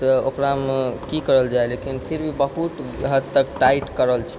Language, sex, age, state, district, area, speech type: Maithili, female, 30-45, Bihar, Purnia, urban, spontaneous